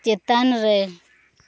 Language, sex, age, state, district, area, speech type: Santali, female, 18-30, West Bengal, Bankura, rural, read